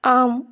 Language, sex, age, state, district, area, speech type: Tamil, female, 18-30, Tamil Nadu, Thoothukudi, urban, read